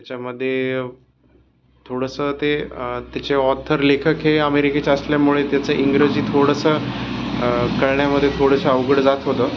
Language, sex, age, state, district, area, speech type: Marathi, male, 30-45, Maharashtra, Osmanabad, rural, spontaneous